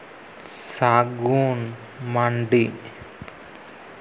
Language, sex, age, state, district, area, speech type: Santali, male, 30-45, Jharkhand, East Singhbhum, rural, spontaneous